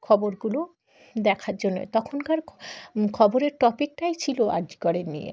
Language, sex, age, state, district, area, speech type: Bengali, female, 18-30, West Bengal, Dakshin Dinajpur, urban, spontaneous